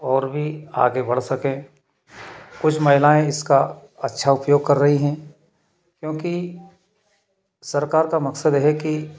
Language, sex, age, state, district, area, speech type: Hindi, male, 30-45, Madhya Pradesh, Ujjain, urban, spontaneous